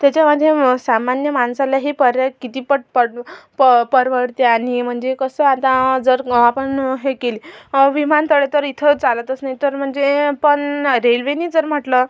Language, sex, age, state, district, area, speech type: Marathi, female, 18-30, Maharashtra, Amravati, urban, spontaneous